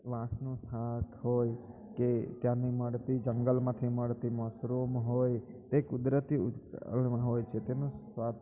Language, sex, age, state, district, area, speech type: Gujarati, male, 30-45, Gujarat, Surat, urban, spontaneous